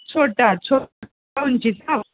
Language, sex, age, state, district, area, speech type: Marathi, female, 30-45, Maharashtra, Kolhapur, urban, conversation